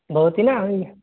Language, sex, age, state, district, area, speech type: Sanskrit, male, 18-30, Rajasthan, Jaipur, urban, conversation